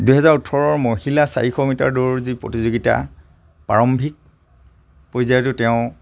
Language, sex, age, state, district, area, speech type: Assamese, male, 30-45, Assam, Charaideo, rural, spontaneous